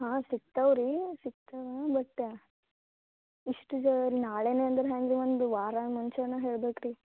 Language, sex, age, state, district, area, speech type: Kannada, female, 18-30, Karnataka, Gulbarga, urban, conversation